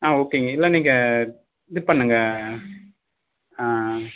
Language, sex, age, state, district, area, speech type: Tamil, male, 18-30, Tamil Nadu, Kallakurichi, rural, conversation